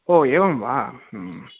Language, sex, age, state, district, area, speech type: Sanskrit, male, 18-30, Karnataka, Uttara Kannada, rural, conversation